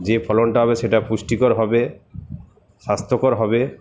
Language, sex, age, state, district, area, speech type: Bengali, male, 45-60, West Bengal, Paschim Bardhaman, urban, spontaneous